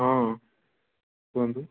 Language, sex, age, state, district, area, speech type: Odia, male, 60+, Odisha, Kendujhar, urban, conversation